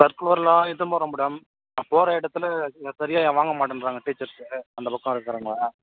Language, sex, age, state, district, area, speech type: Tamil, male, 18-30, Tamil Nadu, Ranipet, urban, conversation